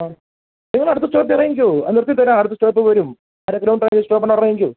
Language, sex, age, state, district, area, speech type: Malayalam, male, 30-45, Kerala, Pathanamthitta, rural, conversation